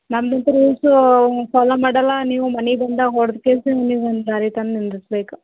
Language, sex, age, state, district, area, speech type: Kannada, female, 18-30, Karnataka, Gulbarga, rural, conversation